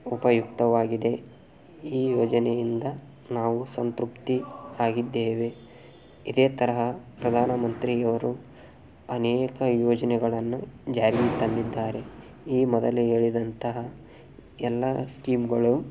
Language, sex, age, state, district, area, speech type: Kannada, male, 18-30, Karnataka, Tumkur, rural, spontaneous